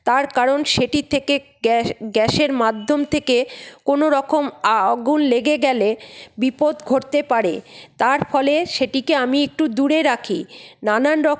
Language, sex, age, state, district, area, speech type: Bengali, female, 45-60, West Bengal, Paschim Bardhaman, urban, spontaneous